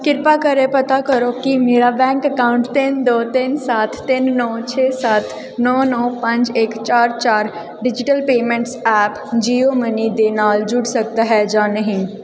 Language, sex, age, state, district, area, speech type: Punjabi, female, 18-30, Punjab, Gurdaspur, urban, read